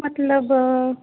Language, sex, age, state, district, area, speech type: Punjabi, female, 18-30, Punjab, Faridkot, urban, conversation